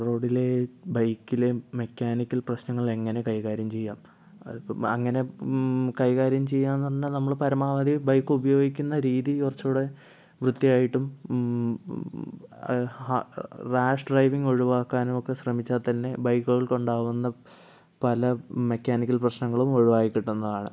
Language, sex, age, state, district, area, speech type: Malayalam, male, 18-30, Kerala, Wayanad, rural, spontaneous